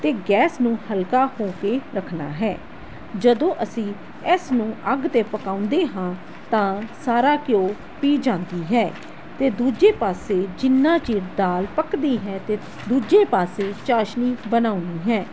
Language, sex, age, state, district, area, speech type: Punjabi, female, 18-30, Punjab, Tarn Taran, urban, spontaneous